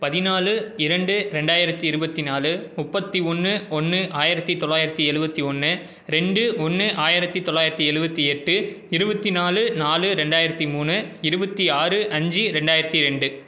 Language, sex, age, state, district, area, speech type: Tamil, male, 18-30, Tamil Nadu, Salem, urban, spontaneous